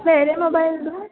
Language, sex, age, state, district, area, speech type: Kannada, female, 18-30, Karnataka, Belgaum, rural, conversation